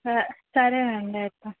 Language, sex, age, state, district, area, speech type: Telugu, female, 18-30, Andhra Pradesh, Vizianagaram, rural, conversation